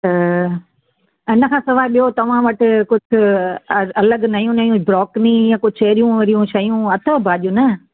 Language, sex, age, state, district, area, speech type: Sindhi, female, 45-60, Gujarat, Kutch, urban, conversation